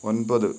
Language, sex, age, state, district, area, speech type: Malayalam, male, 30-45, Kerala, Kottayam, rural, read